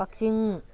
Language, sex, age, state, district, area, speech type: Manipuri, female, 60+, Manipur, Imphal East, rural, spontaneous